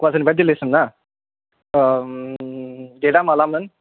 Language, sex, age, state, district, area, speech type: Bodo, male, 18-30, Assam, Kokrajhar, urban, conversation